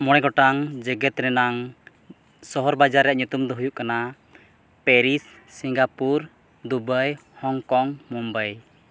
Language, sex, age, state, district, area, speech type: Santali, male, 30-45, Jharkhand, East Singhbhum, rural, spontaneous